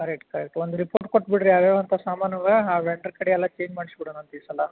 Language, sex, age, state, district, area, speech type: Kannada, male, 45-60, Karnataka, Belgaum, rural, conversation